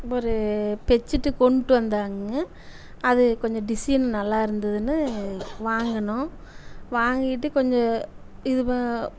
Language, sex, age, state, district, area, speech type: Tamil, female, 45-60, Tamil Nadu, Namakkal, rural, spontaneous